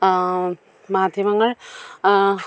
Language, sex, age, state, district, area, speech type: Malayalam, female, 30-45, Kerala, Kollam, rural, spontaneous